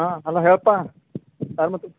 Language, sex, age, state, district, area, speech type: Kannada, male, 30-45, Karnataka, Belgaum, rural, conversation